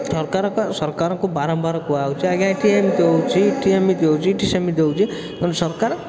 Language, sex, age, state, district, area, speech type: Odia, male, 30-45, Odisha, Puri, urban, spontaneous